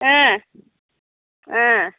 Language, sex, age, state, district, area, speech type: Tamil, female, 60+, Tamil Nadu, Tiruppur, rural, conversation